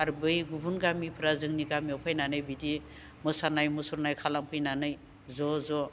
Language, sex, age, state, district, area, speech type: Bodo, female, 60+, Assam, Baksa, urban, spontaneous